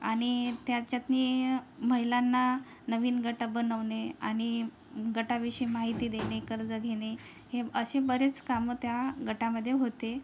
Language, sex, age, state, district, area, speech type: Marathi, female, 30-45, Maharashtra, Yavatmal, rural, spontaneous